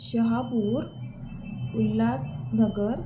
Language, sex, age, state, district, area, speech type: Marathi, female, 18-30, Maharashtra, Thane, urban, spontaneous